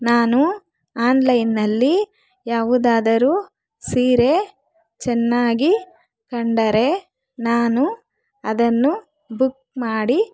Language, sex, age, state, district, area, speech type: Kannada, female, 45-60, Karnataka, Bangalore Rural, rural, spontaneous